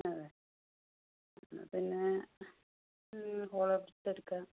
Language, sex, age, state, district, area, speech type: Malayalam, female, 60+, Kerala, Palakkad, rural, conversation